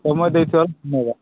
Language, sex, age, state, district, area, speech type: Odia, male, 30-45, Odisha, Nabarangpur, urban, conversation